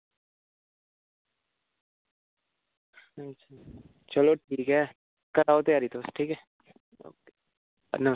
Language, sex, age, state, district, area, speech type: Dogri, female, 30-45, Jammu and Kashmir, Reasi, urban, conversation